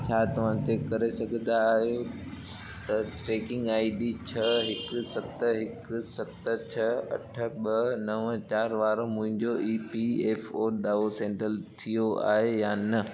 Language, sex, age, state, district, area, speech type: Sindhi, male, 18-30, Gujarat, Junagadh, urban, read